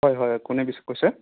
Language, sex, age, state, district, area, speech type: Assamese, male, 18-30, Assam, Sonitpur, rural, conversation